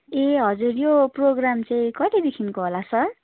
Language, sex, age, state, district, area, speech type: Nepali, female, 18-30, West Bengal, Darjeeling, rural, conversation